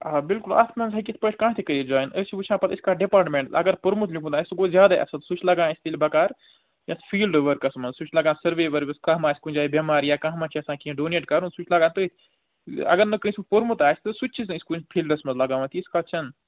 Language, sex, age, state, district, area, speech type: Kashmiri, male, 45-60, Jammu and Kashmir, Budgam, urban, conversation